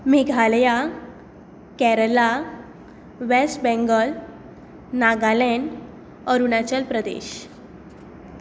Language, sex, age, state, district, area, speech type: Goan Konkani, female, 18-30, Goa, Tiswadi, rural, spontaneous